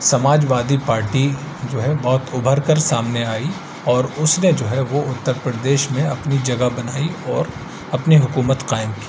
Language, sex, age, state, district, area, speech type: Urdu, male, 30-45, Uttar Pradesh, Aligarh, urban, spontaneous